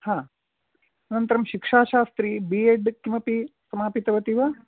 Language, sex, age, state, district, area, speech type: Sanskrit, male, 45-60, Karnataka, Uttara Kannada, rural, conversation